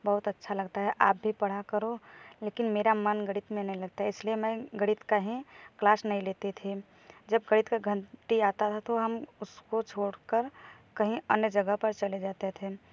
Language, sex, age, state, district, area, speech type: Hindi, female, 18-30, Uttar Pradesh, Varanasi, rural, spontaneous